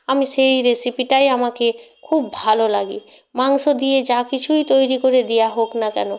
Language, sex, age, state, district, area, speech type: Bengali, female, 18-30, West Bengal, Purba Medinipur, rural, spontaneous